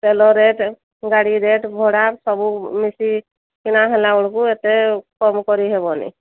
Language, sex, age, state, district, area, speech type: Odia, female, 60+, Odisha, Angul, rural, conversation